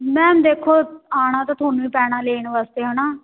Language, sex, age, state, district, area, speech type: Punjabi, female, 18-30, Punjab, Patiala, urban, conversation